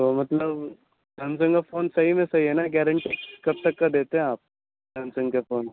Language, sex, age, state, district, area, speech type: Urdu, male, 18-30, Delhi, South Delhi, urban, conversation